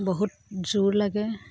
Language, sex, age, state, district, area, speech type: Assamese, female, 30-45, Assam, Dibrugarh, rural, spontaneous